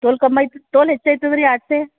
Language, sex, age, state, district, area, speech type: Kannada, female, 30-45, Karnataka, Bidar, urban, conversation